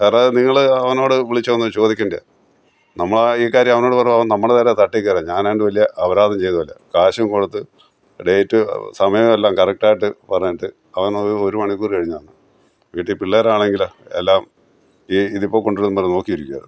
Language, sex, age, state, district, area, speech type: Malayalam, male, 60+, Kerala, Kottayam, rural, spontaneous